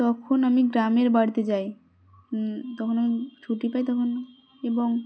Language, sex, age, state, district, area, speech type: Bengali, female, 18-30, West Bengal, Dakshin Dinajpur, urban, spontaneous